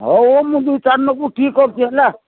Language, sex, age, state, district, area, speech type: Odia, male, 60+, Odisha, Gajapati, rural, conversation